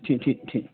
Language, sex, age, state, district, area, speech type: Punjabi, male, 45-60, Punjab, Barnala, rural, conversation